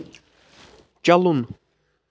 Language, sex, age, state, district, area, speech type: Kashmiri, male, 18-30, Jammu and Kashmir, Shopian, rural, read